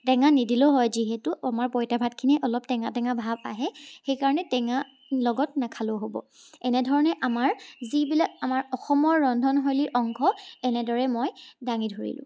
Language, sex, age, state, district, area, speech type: Assamese, female, 18-30, Assam, Charaideo, urban, spontaneous